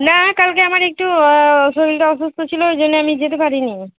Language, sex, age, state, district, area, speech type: Bengali, female, 18-30, West Bengal, Murshidabad, rural, conversation